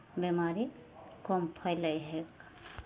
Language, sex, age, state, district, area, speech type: Maithili, female, 30-45, Bihar, Samastipur, rural, spontaneous